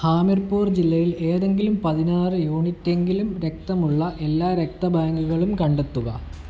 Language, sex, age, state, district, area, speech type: Malayalam, male, 18-30, Kerala, Kottayam, rural, read